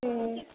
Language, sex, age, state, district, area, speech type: Kannada, female, 18-30, Karnataka, Gadag, rural, conversation